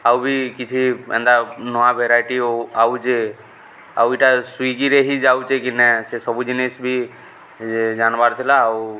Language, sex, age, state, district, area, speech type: Odia, male, 18-30, Odisha, Balangir, urban, spontaneous